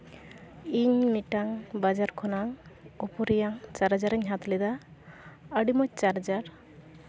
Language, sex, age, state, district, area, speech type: Santali, female, 18-30, West Bengal, Uttar Dinajpur, rural, spontaneous